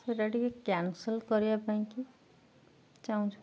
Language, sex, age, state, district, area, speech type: Odia, female, 30-45, Odisha, Jagatsinghpur, urban, spontaneous